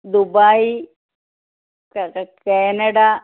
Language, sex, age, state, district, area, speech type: Malayalam, female, 60+, Kerala, Wayanad, rural, conversation